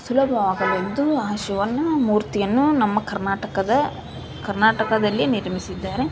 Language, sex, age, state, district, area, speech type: Kannada, female, 18-30, Karnataka, Gadag, rural, spontaneous